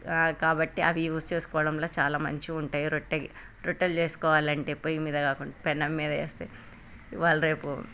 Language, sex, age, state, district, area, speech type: Telugu, female, 30-45, Telangana, Hyderabad, urban, spontaneous